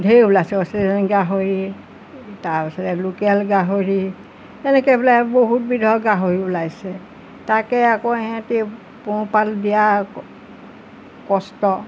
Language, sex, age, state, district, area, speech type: Assamese, female, 60+, Assam, Golaghat, urban, spontaneous